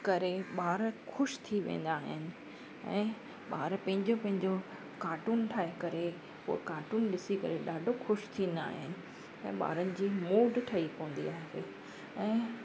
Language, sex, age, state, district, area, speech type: Sindhi, female, 30-45, Maharashtra, Mumbai Suburban, urban, spontaneous